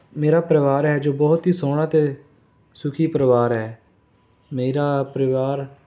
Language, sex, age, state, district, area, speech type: Punjabi, male, 18-30, Punjab, Rupnagar, rural, spontaneous